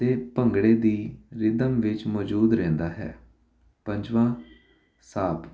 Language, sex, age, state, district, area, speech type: Punjabi, male, 18-30, Punjab, Jalandhar, urban, spontaneous